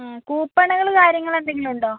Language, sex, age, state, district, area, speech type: Malayalam, female, 45-60, Kerala, Kozhikode, urban, conversation